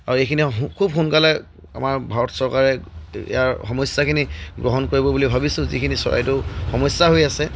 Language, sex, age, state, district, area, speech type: Assamese, male, 30-45, Assam, Charaideo, rural, spontaneous